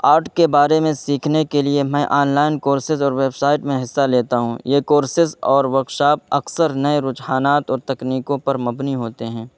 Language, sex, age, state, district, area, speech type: Urdu, male, 18-30, Uttar Pradesh, Saharanpur, urban, spontaneous